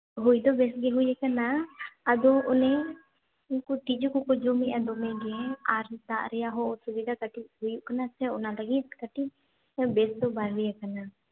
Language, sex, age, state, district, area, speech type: Santali, female, 18-30, Jharkhand, Seraikela Kharsawan, rural, conversation